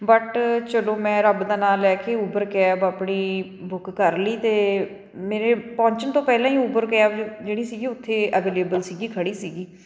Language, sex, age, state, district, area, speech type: Punjabi, female, 30-45, Punjab, Fatehgarh Sahib, urban, spontaneous